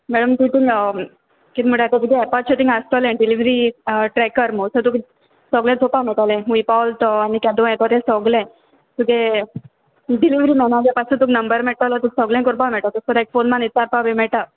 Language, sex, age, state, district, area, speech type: Goan Konkani, female, 18-30, Goa, Salcete, rural, conversation